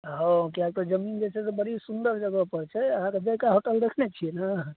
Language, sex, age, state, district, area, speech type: Maithili, male, 30-45, Bihar, Madhubani, rural, conversation